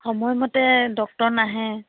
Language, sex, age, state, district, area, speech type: Assamese, female, 60+, Assam, Dibrugarh, rural, conversation